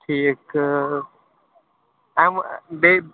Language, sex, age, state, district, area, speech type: Kashmiri, male, 18-30, Jammu and Kashmir, Pulwama, urban, conversation